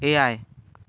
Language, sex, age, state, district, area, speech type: Santali, male, 18-30, West Bengal, Jhargram, rural, read